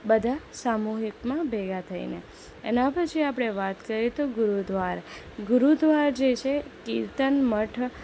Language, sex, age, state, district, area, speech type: Gujarati, female, 18-30, Gujarat, Anand, rural, spontaneous